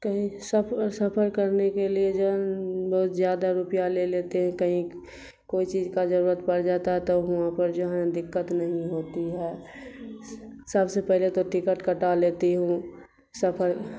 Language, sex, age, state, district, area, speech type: Urdu, female, 45-60, Bihar, Khagaria, rural, spontaneous